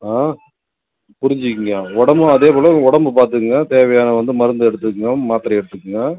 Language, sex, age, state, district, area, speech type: Tamil, male, 30-45, Tamil Nadu, Cuddalore, rural, conversation